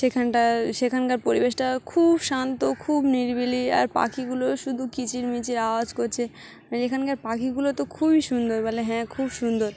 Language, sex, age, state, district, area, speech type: Bengali, female, 30-45, West Bengal, Dakshin Dinajpur, urban, spontaneous